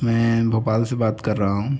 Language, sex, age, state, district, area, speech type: Hindi, male, 18-30, Madhya Pradesh, Bhopal, urban, spontaneous